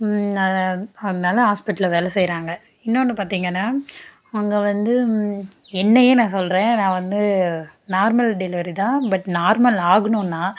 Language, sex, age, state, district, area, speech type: Tamil, female, 18-30, Tamil Nadu, Dharmapuri, rural, spontaneous